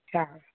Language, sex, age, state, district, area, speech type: Sindhi, female, 18-30, Rajasthan, Ajmer, urban, conversation